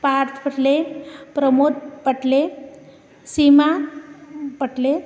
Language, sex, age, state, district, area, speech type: Sanskrit, female, 30-45, Maharashtra, Nagpur, urban, spontaneous